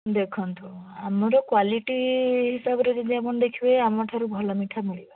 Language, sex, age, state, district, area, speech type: Odia, female, 18-30, Odisha, Bhadrak, rural, conversation